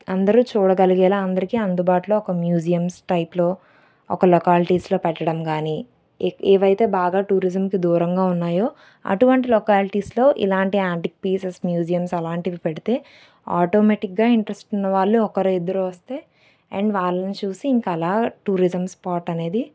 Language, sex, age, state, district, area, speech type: Telugu, female, 18-30, Andhra Pradesh, Anakapalli, rural, spontaneous